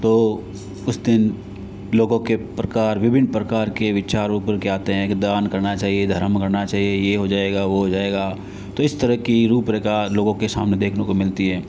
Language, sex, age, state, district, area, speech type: Hindi, male, 60+, Rajasthan, Jodhpur, urban, spontaneous